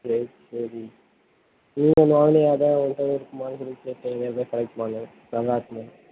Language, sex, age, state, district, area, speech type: Tamil, male, 18-30, Tamil Nadu, Sivaganga, rural, conversation